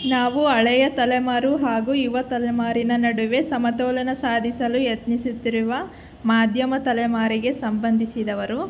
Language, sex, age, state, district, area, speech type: Kannada, female, 18-30, Karnataka, Chitradurga, urban, spontaneous